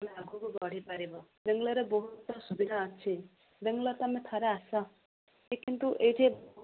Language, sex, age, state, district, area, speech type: Odia, female, 45-60, Odisha, Gajapati, rural, conversation